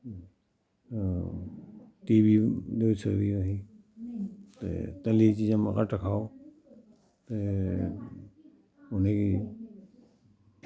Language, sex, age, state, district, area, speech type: Dogri, male, 60+, Jammu and Kashmir, Samba, rural, spontaneous